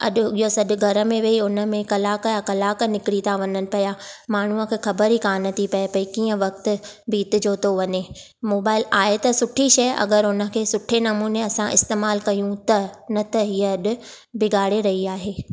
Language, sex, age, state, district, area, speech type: Sindhi, female, 30-45, Maharashtra, Thane, urban, spontaneous